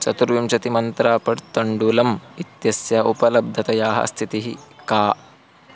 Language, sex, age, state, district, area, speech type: Sanskrit, male, 18-30, Karnataka, Chikkamagaluru, rural, read